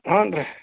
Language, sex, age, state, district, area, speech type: Kannada, male, 45-60, Karnataka, Gadag, rural, conversation